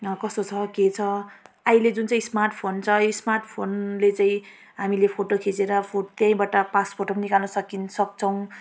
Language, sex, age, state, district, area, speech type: Nepali, female, 30-45, West Bengal, Jalpaiguri, rural, spontaneous